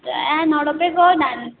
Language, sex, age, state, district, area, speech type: Nepali, female, 18-30, West Bengal, Darjeeling, rural, conversation